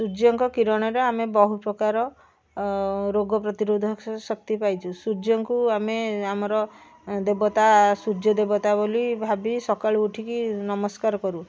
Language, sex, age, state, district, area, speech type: Odia, female, 45-60, Odisha, Puri, urban, spontaneous